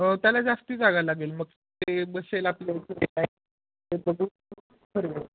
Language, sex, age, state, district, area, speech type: Marathi, male, 18-30, Maharashtra, Osmanabad, rural, conversation